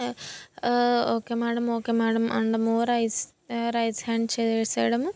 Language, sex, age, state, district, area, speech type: Telugu, female, 18-30, Andhra Pradesh, Anakapalli, rural, spontaneous